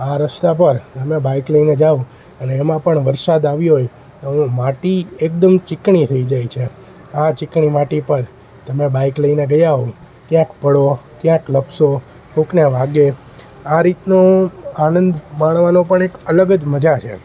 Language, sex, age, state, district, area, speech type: Gujarati, male, 18-30, Gujarat, Junagadh, rural, spontaneous